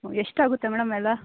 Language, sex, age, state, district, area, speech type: Kannada, female, 18-30, Karnataka, Kodagu, rural, conversation